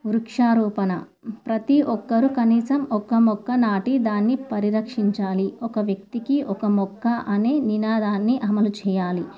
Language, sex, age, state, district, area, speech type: Telugu, female, 18-30, Telangana, Komaram Bheem, urban, spontaneous